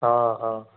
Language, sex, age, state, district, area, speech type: Odia, male, 45-60, Odisha, Sambalpur, rural, conversation